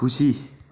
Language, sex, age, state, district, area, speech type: Nepali, male, 30-45, West Bengal, Darjeeling, rural, read